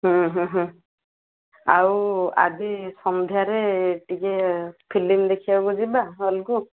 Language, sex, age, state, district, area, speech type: Odia, female, 30-45, Odisha, Ganjam, urban, conversation